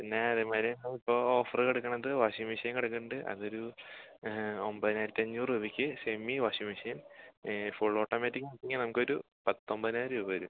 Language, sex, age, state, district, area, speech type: Malayalam, male, 18-30, Kerala, Thrissur, rural, conversation